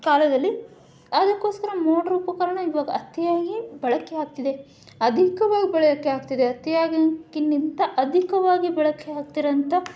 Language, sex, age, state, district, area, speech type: Kannada, female, 18-30, Karnataka, Chitradurga, urban, spontaneous